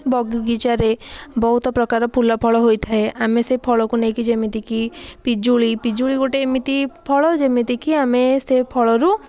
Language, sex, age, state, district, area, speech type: Odia, female, 18-30, Odisha, Puri, urban, spontaneous